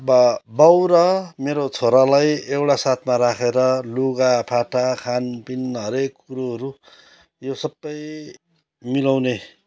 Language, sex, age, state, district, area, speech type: Nepali, male, 45-60, West Bengal, Kalimpong, rural, spontaneous